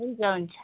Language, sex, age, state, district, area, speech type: Nepali, female, 60+, West Bengal, Darjeeling, rural, conversation